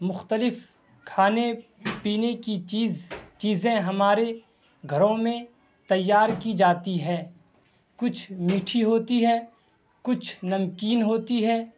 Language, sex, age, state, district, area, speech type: Urdu, male, 18-30, Bihar, Purnia, rural, spontaneous